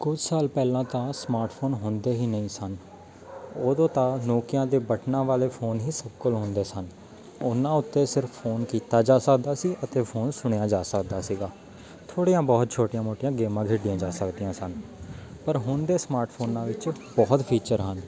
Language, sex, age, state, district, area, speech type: Punjabi, male, 18-30, Punjab, Patiala, urban, spontaneous